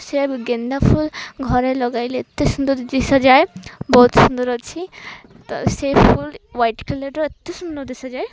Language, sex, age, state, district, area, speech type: Odia, female, 18-30, Odisha, Malkangiri, urban, spontaneous